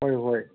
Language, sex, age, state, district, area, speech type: Manipuri, male, 60+, Manipur, Kangpokpi, urban, conversation